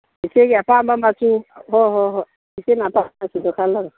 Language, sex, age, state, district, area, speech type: Manipuri, female, 60+, Manipur, Imphal East, rural, conversation